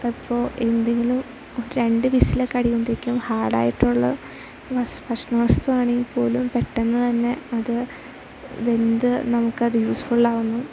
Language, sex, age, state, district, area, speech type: Malayalam, female, 18-30, Kerala, Idukki, rural, spontaneous